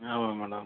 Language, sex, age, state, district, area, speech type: Tamil, male, 30-45, Tamil Nadu, Tiruchirappalli, rural, conversation